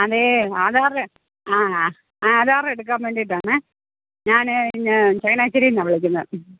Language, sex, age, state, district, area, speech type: Malayalam, female, 45-60, Kerala, Pathanamthitta, rural, conversation